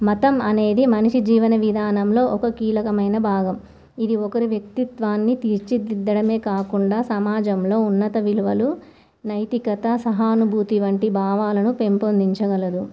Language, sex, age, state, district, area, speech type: Telugu, female, 18-30, Telangana, Komaram Bheem, urban, spontaneous